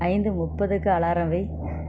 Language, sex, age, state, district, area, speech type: Tamil, female, 30-45, Tamil Nadu, Krishnagiri, rural, read